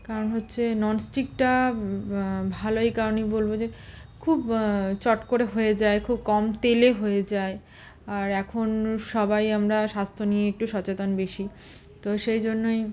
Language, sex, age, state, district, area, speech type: Bengali, female, 30-45, West Bengal, Malda, rural, spontaneous